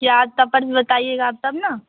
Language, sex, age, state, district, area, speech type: Hindi, female, 18-30, Bihar, Samastipur, rural, conversation